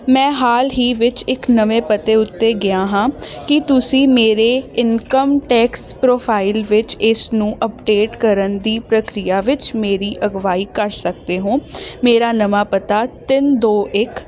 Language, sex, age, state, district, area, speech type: Punjabi, female, 18-30, Punjab, Ludhiana, urban, read